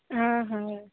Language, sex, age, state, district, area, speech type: Kannada, female, 18-30, Karnataka, Gulbarga, urban, conversation